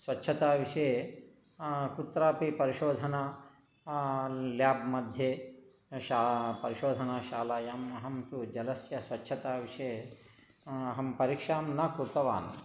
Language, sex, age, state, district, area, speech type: Sanskrit, male, 60+, Telangana, Nalgonda, urban, spontaneous